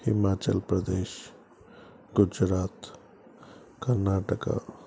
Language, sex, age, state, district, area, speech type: Telugu, male, 30-45, Andhra Pradesh, Krishna, urban, spontaneous